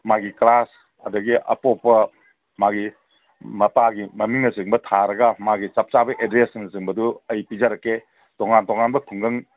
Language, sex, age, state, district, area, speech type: Manipuri, male, 45-60, Manipur, Kangpokpi, urban, conversation